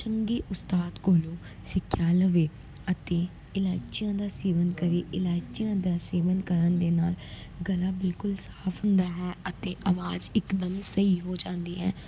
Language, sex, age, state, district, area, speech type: Punjabi, female, 18-30, Punjab, Gurdaspur, rural, spontaneous